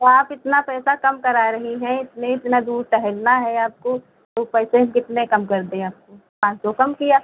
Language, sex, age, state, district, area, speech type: Hindi, female, 45-60, Uttar Pradesh, Lucknow, rural, conversation